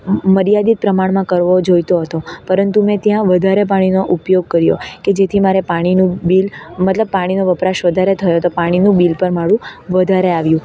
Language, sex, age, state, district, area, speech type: Gujarati, female, 18-30, Gujarat, Narmada, urban, spontaneous